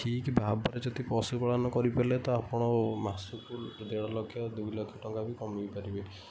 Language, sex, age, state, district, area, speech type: Odia, male, 45-60, Odisha, Kendujhar, urban, spontaneous